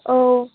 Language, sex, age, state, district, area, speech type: Bodo, female, 45-60, Assam, Chirang, rural, conversation